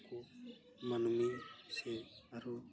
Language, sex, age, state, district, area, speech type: Santali, male, 18-30, West Bengal, Paschim Bardhaman, rural, spontaneous